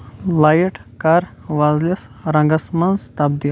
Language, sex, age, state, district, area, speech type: Kashmiri, male, 30-45, Jammu and Kashmir, Shopian, rural, read